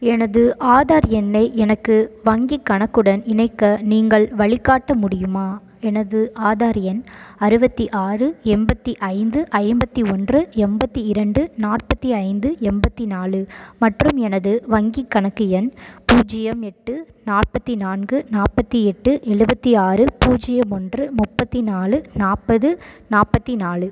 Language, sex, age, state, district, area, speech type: Tamil, female, 18-30, Tamil Nadu, Tiruchirappalli, rural, read